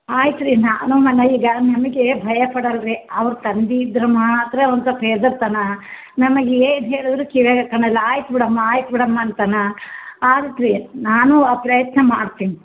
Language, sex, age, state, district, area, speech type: Kannada, female, 60+, Karnataka, Gulbarga, urban, conversation